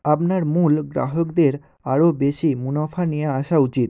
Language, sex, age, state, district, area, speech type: Bengali, male, 18-30, West Bengal, North 24 Parganas, rural, read